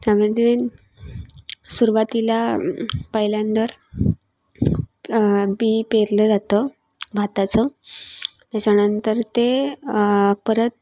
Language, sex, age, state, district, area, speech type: Marathi, female, 18-30, Maharashtra, Sindhudurg, rural, spontaneous